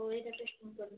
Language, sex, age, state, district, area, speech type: Odia, female, 45-60, Odisha, Mayurbhanj, rural, conversation